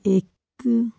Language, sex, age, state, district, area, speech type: Punjabi, female, 30-45, Punjab, Fazilka, rural, read